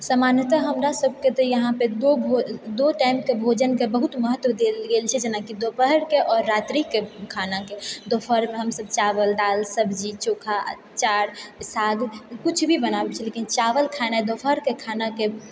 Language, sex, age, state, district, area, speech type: Maithili, female, 30-45, Bihar, Purnia, urban, spontaneous